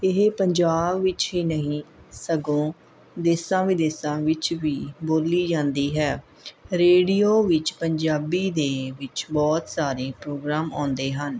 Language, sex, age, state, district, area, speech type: Punjabi, female, 30-45, Punjab, Mohali, urban, spontaneous